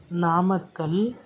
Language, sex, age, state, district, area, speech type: Tamil, male, 18-30, Tamil Nadu, Tiruchirappalli, rural, spontaneous